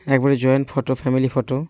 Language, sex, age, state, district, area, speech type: Bengali, male, 18-30, West Bengal, Cooch Behar, urban, spontaneous